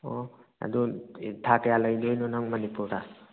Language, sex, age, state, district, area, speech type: Manipuri, male, 30-45, Manipur, Thoubal, rural, conversation